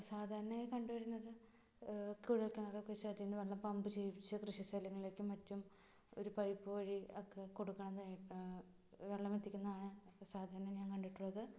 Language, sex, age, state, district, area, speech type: Malayalam, female, 18-30, Kerala, Ernakulam, rural, spontaneous